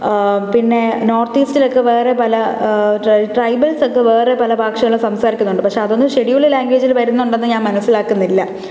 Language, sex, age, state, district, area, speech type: Malayalam, female, 18-30, Kerala, Thiruvananthapuram, urban, spontaneous